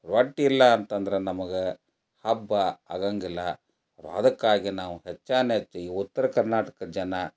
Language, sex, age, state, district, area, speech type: Kannada, male, 60+, Karnataka, Gadag, rural, spontaneous